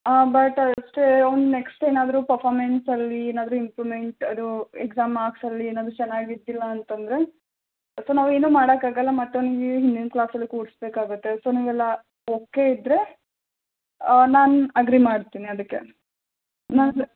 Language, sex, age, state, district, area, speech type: Kannada, female, 18-30, Karnataka, Bidar, urban, conversation